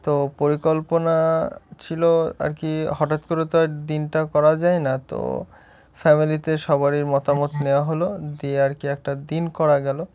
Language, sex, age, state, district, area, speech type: Bengali, male, 18-30, West Bengal, Murshidabad, urban, spontaneous